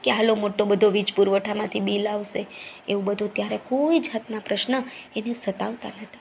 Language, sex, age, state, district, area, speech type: Gujarati, female, 30-45, Gujarat, Junagadh, urban, spontaneous